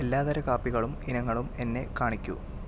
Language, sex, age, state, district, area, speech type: Malayalam, male, 18-30, Kerala, Palakkad, rural, read